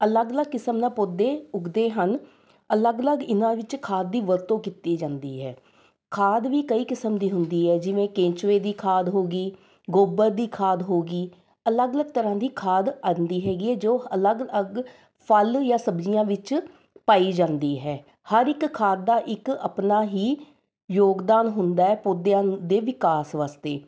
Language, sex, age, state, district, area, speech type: Punjabi, female, 30-45, Punjab, Rupnagar, urban, spontaneous